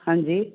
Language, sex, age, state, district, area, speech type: Punjabi, female, 45-60, Punjab, Ludhiana, urban, conversation